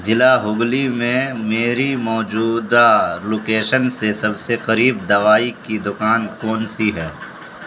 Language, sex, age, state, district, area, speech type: Urdu, male, 30-45, Bihar, Supaul, rural, read